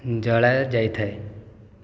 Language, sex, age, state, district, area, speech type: Odia, male, 30-45, Odisha, Jajpur, rural, spontaneous